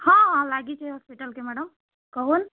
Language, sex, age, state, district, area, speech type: Odia, female, 60+, Odisha, Boudh, rural, conversation